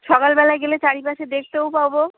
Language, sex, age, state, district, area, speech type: Bengali, female, 30-45, West Bengal, Uttar Dinajpur, urban, conversation